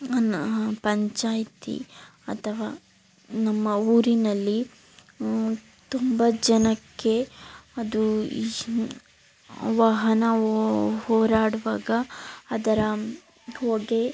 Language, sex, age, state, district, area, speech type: Kannada, female, 18-30, Karnataka, Chamarajanagar, urban, spontaneous